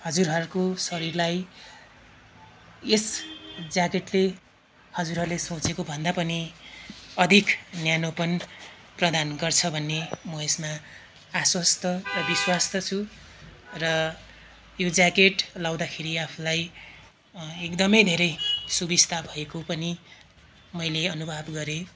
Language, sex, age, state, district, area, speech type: Nepali, male, 30-45, West Bengal, Darjeeling, rural, spontaneous